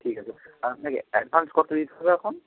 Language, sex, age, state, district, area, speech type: Bengali, male, 45-60, West Bengal, Purba Medinipur, rural, conversation